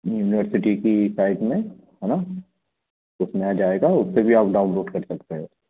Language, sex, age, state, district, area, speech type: Hindi, male, 30-45, Madhya Pradesh, Katni, urban, conversation